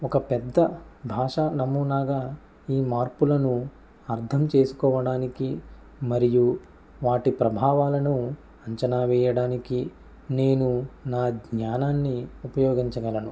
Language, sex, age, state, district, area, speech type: Telugu, male, 18-30, Andhra Pradesh, Kakinada, rural, spontaneous